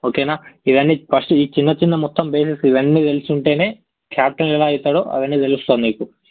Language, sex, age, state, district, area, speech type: Telugu, male, 18-30, Telangana, Yadadri Bhuvanagiri, urban, conversation